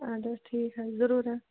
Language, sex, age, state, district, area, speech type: Kashmiri, female, 30-45, Jammu and Kashmir, Budgam, rural, conversation